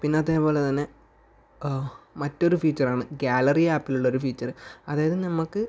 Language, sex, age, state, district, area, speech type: Malayalam, male, 18-30, Kerala, Kasaragod, rural, spontaneous